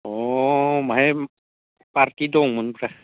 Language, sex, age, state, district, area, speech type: Bodo, male, 30-45, Assam, Udalguri, rural, conversation